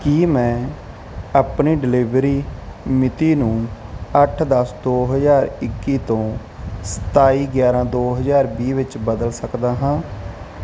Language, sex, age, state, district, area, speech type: Punjabi, male, 18-30, Punjab, Mansa, urban, read